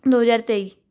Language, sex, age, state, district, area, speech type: Punjabi, female, 18-30, Punjab, Rupnagar, urban, spontaneous